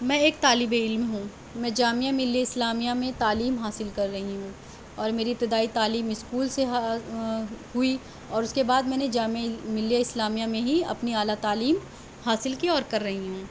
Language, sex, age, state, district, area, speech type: Urdu, female, 18-30, Delhi, South Delhi, urban, spontaneous